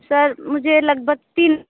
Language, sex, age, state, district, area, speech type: Hindi, female, 30-45, Uttar Pradesh, Sonbhadra, rural, conversation